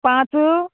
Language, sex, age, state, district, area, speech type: Goan Konkani, female, 45-60, Goa, Murmgao, rural, conversation